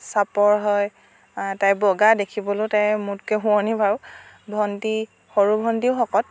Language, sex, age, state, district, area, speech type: Assamese, female, 30-45, Assam, Dhemaji, rural, spontaneous